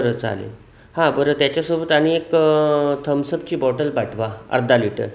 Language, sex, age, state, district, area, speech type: Marathi, male, 30-45, Maharashtra, Sindhudurg, rural, spontaneous